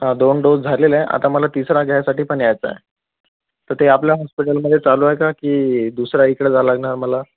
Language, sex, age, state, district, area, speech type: Marathi, male, 18-30, Maharashtra, Akola, urban, conversation